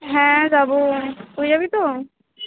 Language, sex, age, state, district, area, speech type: Bengali, female, 18-30, West Bengal, Cooch Behar, rural, conversation